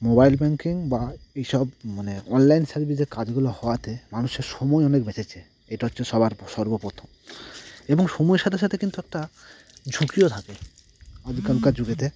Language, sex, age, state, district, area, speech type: Bengali, male, 30-45, West Bengal, Cooch Behar, urban, spontaneous